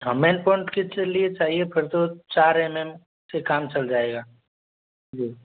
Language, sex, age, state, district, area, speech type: Hindi, male, 60+, Madhya Pradesh, Bhopal, urban, conversation